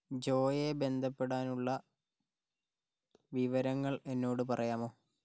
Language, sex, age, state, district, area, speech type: Malayalam, male, 45-60, Kerala, Kozhikode, urban, read